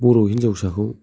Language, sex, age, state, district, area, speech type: Bodo, male, 30-45, Assam, Kokrajhar, rural, spontaneous